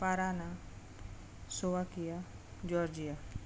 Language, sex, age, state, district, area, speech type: Marathi, female, 30-45, Maharashtra, Amravati, rural, spontaneous